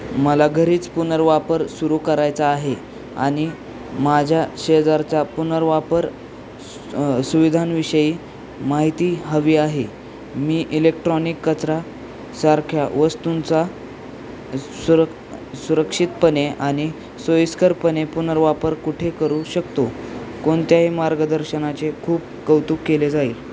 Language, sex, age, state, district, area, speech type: Marathi, male, 18-30, Maharashtra, Osmanabad, rural, read